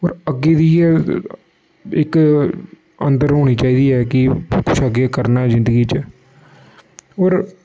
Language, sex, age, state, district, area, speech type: Dogri, male, 18-30, Jammu and Kashmir, Samba, urban, spontaneous